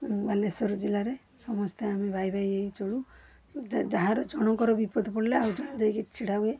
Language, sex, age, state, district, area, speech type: Odia, female, 45-60, Odisha, Balasore, rural, spontaneous